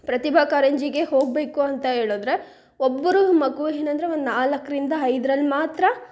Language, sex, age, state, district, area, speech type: Kannada, female, 18-30, Karnataka, Chikkaballapur, urban, spontaneous